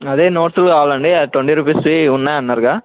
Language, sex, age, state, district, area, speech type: Telugu, male, 18-30, Telangana, Ranga Reddy, urban, conversation